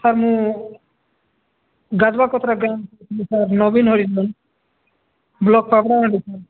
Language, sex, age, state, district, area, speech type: Odia, male, 45-60, Odisha, Nabarangpur, rural, conversation